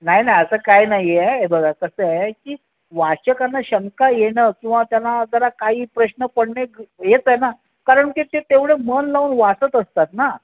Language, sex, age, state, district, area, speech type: Marathi, male, 45-60, Maharashtra, Raigad, urban, conversation